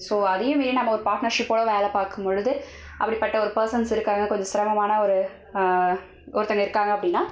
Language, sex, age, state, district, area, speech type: Tamil, female, 18-30, Tamil Nadu, Cuddalore, urban, spontaneous